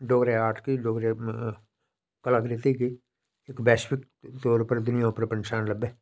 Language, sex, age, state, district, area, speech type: Dogri, male, 45-60, Jammu and Kashmir, Udhampur, rural, spontaneous